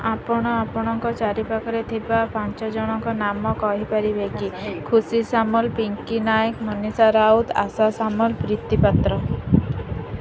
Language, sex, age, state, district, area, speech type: Odia, female, 45-60, Odisha, Sundergarh, rural, spontaneous